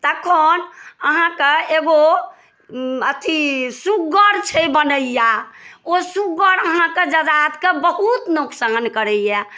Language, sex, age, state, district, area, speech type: Maithili, female, 60+, Bihar, Darbhanga, rural, spontaneous